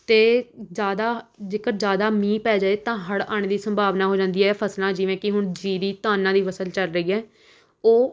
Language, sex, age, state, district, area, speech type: Punjabi, female, 18-30, Punjab, Rupnagar, urban, spontaneous